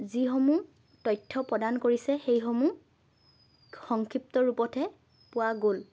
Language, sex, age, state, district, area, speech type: Assamese, female, 18-30, Assam, Lakhimpur, rural, spontaneous